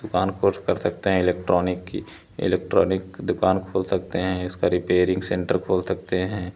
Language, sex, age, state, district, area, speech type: Hindi, male, 18-30, Uttar Pradesh, Pratapgarh, rural, spontaneous